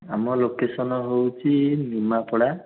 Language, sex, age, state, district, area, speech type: Odia, male, 18-30, Odisha, Puri, urban, conversation